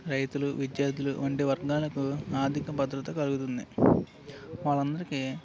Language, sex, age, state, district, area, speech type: Telugu, male, 30-45, Andhra Pradesh, Alluri Sitarama Raju, rural, spontaneous